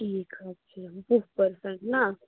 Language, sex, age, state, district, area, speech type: Kashmiri, female, 18-30, Jammu and Kashmir, Anantnag, rural, conversation